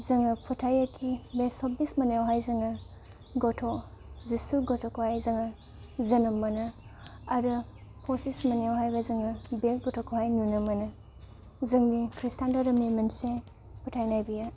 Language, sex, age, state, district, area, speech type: Bodo, female, 18-30, Assam, Kokrajhar, rural, spontaneous